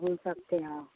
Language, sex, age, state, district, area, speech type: Hindi, female, 45-60, Bihar, Madhepura, rural, conversation